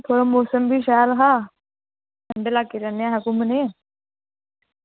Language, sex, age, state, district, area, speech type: Dogri, female, 18-30, Jammu and Kashmir, Reasi, rural, conversation